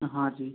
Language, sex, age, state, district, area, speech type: Hindi, male, 45-60, Rajasthan, Karauli, rural, conversation